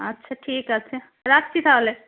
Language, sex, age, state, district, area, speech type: Bengali, female, 45-60, West Bengal, North 24 Parganas, rural, conversation